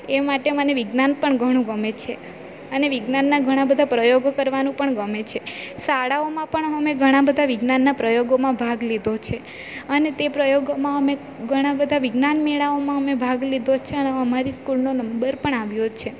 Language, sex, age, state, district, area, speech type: Gujarati, female, 18-30, Gujarat, Valsad, rural, spontaneous